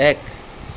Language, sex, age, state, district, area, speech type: Assamese, male, 45-60, Assam, Lakhimpur, rural, read